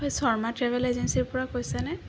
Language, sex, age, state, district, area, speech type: Assamese, female, 18-30, Assam, Sonitpur, urban, spontaneous